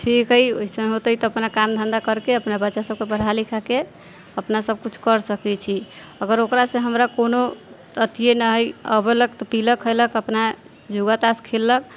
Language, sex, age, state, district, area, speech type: Maithili, female, 45-60, Bihar, Sitamarhi, rural, spontaneous